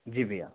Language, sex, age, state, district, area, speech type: Hindi, male, 30-45, Madhya Pradesh, Bhopal, urban, conversation